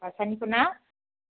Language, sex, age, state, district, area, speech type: Bodo, female, 60+, Assam, Chirang, rural, conversation